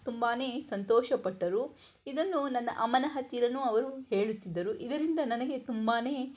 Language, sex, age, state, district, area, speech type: Kannada, female, 60+, Karnataka, Shimoga, rural, spontaneous